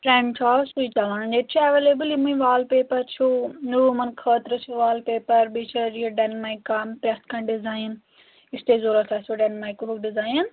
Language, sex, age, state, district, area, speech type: Kashmiri, female, 18-30, Jammu and Kashmir, Anantnag, rural, conversation